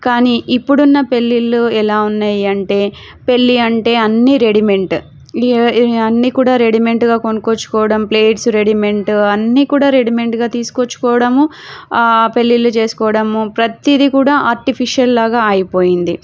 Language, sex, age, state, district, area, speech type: Telugu, female, 30-45, Telangana, Warangal, urban, spontaneous